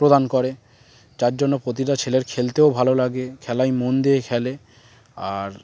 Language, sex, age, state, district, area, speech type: Bengali, male, 18-30, West Bengal, Darjeeling, urban, spontaneous